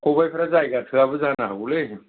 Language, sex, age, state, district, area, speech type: Bodo, male, 60+, Assam, Kokrajhar, rural, conversation